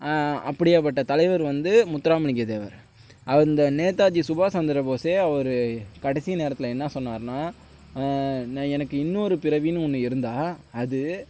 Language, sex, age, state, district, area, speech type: Tamil, male, 18-30, Tamil Nadu, Tiruvarur, urban, spontaneous